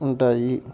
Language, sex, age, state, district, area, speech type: Telugu, male, 45-60, Andhra Pradesh, Alluri Sitarama Raju, rural, spontaneous